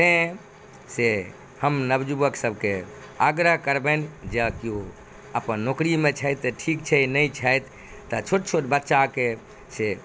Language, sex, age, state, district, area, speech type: Maithili, male, 60+, Bihar, Madhubani, rural, spontaneous